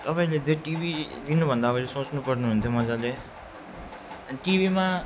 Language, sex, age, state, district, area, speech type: Nepali, male, 45-60, West Bengal, Alipurduar, urban, spontaneous